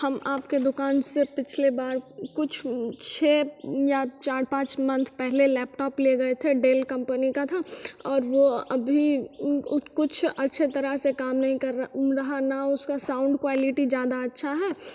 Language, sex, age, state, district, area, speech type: Hindi, female, 18-30, Bihar, Begusarai, urban, spontaneous